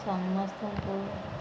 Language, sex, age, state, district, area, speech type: Odia, female, 30-45, Odisha, Sundergarh, urban, spontaneous